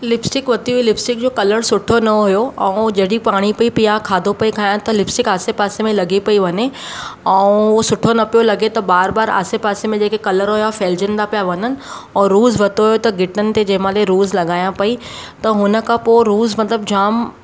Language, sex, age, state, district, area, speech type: Sindhi, female, 30-45, Maharashtra, Mumbai Suburban, urban, spontaneous